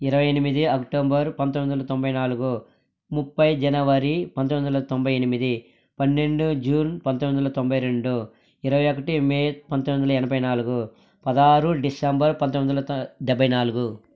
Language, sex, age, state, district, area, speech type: Telugu, male, 45-60, Andhra Pradesh, Sri Balaji, urban, spontaneous